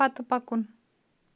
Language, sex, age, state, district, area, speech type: Kashmiri, female, 45-60, Jammu and Kashmir, Ganderbal, rural, read